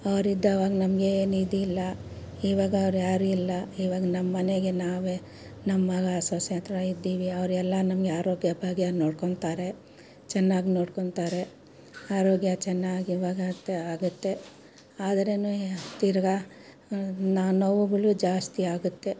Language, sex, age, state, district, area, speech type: Kannada, female, 60+, Karnataka, Bangalore Rural, rural, spontaneous